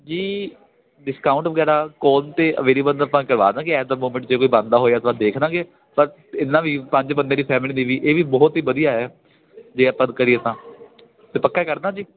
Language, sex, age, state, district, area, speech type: Punjabi, male, 18-30, Punjab, Ludhiana, rural, conversation